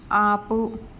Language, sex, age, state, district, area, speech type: Telugu, female, 18-30, Andhra Pradesh, Srikakulam, urban, read